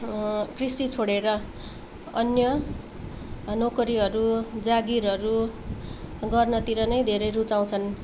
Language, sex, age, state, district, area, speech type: Nepali, female, 18-30, West Bengal, Darjeeling, rural, spontaneous